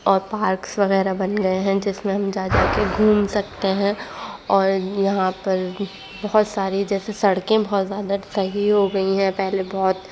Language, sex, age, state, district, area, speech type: Urdu, female, 18-30, Uttar Pradesh, Aligarh, urban, spontaneous